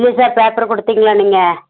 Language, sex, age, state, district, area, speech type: Tamil, female, 45-60, Tamil Nadu, Thoothukudi, rural, conversation